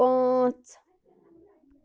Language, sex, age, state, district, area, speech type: Kashmiri, female, 18-30, Jammu and Kashmir, Anantnag, rural, read